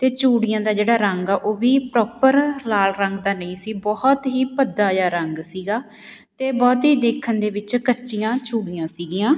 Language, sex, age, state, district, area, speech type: Punjabi, female, 30-45, Punjab, Patiala, rural, spontaneous